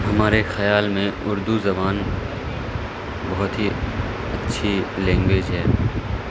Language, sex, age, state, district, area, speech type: Urdu, male, 30-45, Bihar, Supaul, rural, spontaneous